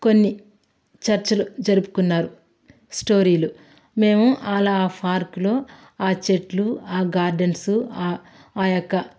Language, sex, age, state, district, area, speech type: Telugu, female, 60+, Andhra Pradesh, Sri Balaji, urban, spontaneous